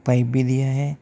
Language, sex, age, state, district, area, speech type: Urdu, male, 45-60, Delhi, Central Delhi, urban, spontaneous